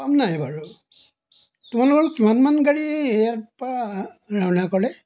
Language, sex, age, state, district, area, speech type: Assamese, male, 60+, Assam, Dibrugarh, rural, spontaneous